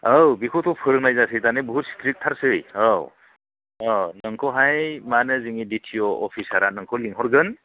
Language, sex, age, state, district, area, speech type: Bodo, male, 45-60, Assam, Chirang, rural, conversation